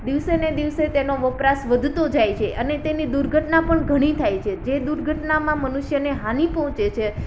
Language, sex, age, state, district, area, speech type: Gujarati, female, 18-30, Gujarat, Ahmedabad, urban, spontaneous